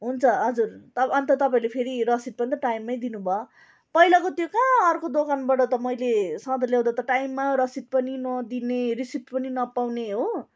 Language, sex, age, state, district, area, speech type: Nepali, female, 30-45, West Bengal, Darjeeling, rural, spontaneous